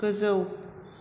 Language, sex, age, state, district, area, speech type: Bodo, female, 30-45, Assam, Chirang, urban, read